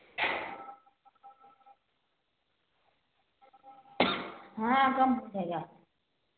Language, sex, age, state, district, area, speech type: Hindi, female, 30-45, Uttar Pradesh, Varanasi, urban, conversation